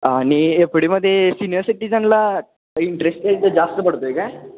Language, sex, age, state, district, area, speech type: Marathi, male, 18-30, Maharashtra, Kolhapur, urban, conversation